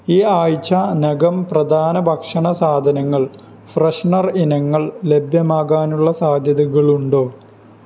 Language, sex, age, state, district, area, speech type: Malayalam, male, 18-30, Kerala, Malappuram, rural, read